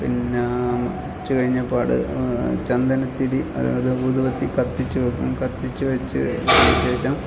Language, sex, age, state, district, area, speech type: Malayalam, male, 30-45, Kerala, Kasaragod, rural, spontaneous